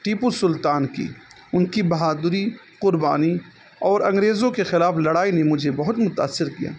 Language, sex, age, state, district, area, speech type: Urdu, male, 30-45, Uttar Pradesh, Balrampur, rural, spontaneous